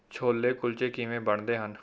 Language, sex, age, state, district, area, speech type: Punjabi, male, 18-30, Punjab, Rupnagar, urban, read